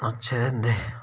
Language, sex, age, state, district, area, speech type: Dogri, male, 30-45, Jammu and Kashmir, Udhampur, rural, spontaneous